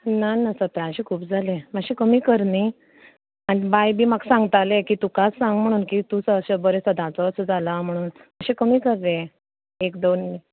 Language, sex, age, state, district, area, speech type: Goan Konkani, female, 18-30, Goa, Canacona, rural, conversation